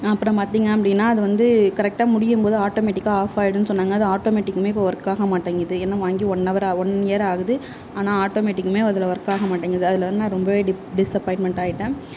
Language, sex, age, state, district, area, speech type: Tamil, female, 60+, Tamil Nadu, Mayiladuthurai, rural, spontaneous